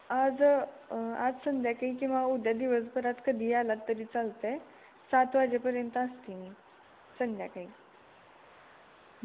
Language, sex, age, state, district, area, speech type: Marathi, female, 18-30, Maharashtra, Kolhapur, urban, conversation